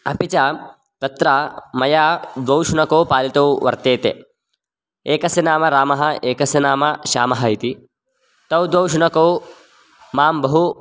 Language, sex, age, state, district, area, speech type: Sanskrit, male, 18-30, Karnataka, Raichur, rural, spontaneous